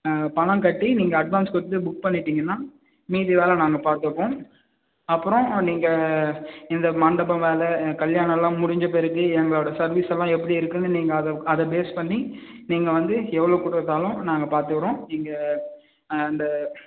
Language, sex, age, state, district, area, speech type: Tamil, male, 18-30, Tamil Nadu, Vellore, rural, conversation